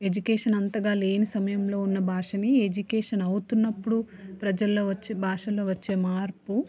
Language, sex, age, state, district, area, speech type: Telugu, female, 30-45, Telangana, Hanamkonda, urban, spontaneous